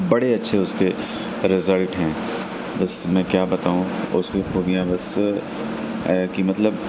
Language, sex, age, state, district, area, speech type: Urdu, male, 18-30, Uttar Pradesh, Mau, urban, spontaneous